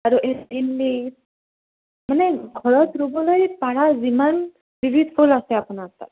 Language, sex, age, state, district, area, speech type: Assamese, female, 18-30, Assam, Kamrup Metropolitan, urban, conversation